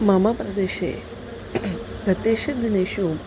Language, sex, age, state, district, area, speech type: Sanskrit, female, 45-60, Maharashtra, Nagpur, urban, spontaneous